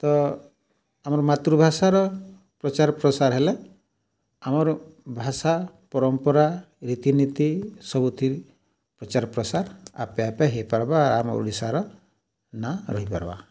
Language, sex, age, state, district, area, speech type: Odia, male, 45-60, Odisha, Bargarh, urban, spontaneous